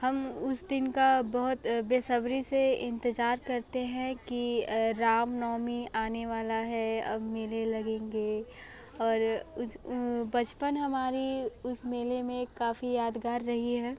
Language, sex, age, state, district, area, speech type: Hindi, female, 18-30, Uttar Pradesh, Sonbhadra, rural, spontaneous